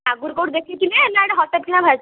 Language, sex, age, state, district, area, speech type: Odia, female, 18-30, Odisha, Kendujhar, urban, conversation